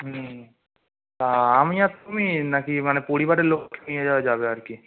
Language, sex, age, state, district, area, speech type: Bengali, male, 18-30, West Bengal, Howrah, urban, conversation